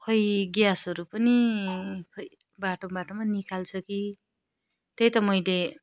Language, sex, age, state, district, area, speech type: Nepali, female, 30-45, West Bengal, Darjeeling, rural, spontaneous